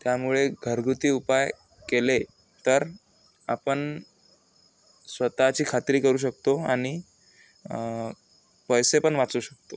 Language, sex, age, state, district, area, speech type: Marathi, male, 18-30, Maharashtra, Amravati, rural, spontaneous